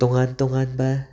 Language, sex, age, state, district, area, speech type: Manipuri, male, 45-60, Manipur, Imphal West, urban, spontaneous